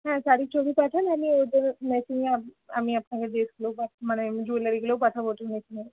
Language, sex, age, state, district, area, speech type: Bengali, female, 18-30, West Bengal, Uttar Dinajpur, rural, conversation